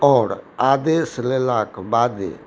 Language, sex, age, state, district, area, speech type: Maithili, male, 60+, Bihar, Purnia, urban, spontaneous